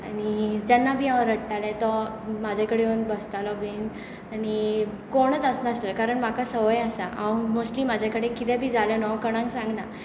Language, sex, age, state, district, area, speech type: Goan Konkani, female, 18-30, Goa, Tiswadi, rural, spontaneous